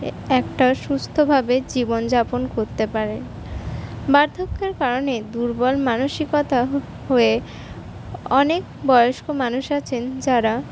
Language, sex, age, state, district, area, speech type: Bengali, female, 45-60, West Bengal, Paschim Bardhaman, urban, spontaneous